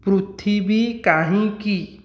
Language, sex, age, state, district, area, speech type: Odia, male, 18-30, Odisha, Khordha, rural, read